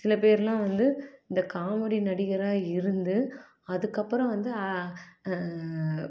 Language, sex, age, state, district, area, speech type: Tamil, female, 30-45, Tamil Nadu, Salem, urban, spontaneous